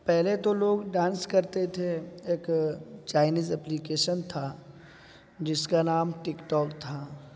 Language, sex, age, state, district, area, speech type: Urdu, male, 30-45, Bihar, East Champaran, urban, spontaneous